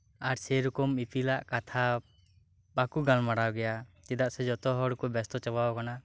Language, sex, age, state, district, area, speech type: Santali, male, 18-30, West Bengal, Birbhum, rural, spontaneous